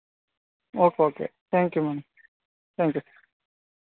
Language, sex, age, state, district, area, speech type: Telugu, male, 30-45, Andhra Pradesh, Vizianagaram, rural, conversation